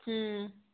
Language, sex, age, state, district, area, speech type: Kashmiri, female, 18-30, Jammu and Kashmir, Budgam, rural, conversation